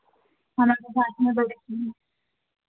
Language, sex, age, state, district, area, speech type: Hindi, female, 18-30, Madhya Pradesh, Ujjain, urban, conversation